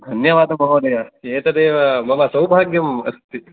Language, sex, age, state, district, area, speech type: Sanskrit, male, 18-30, Karnataka, Uttara Kannada, rural, conversation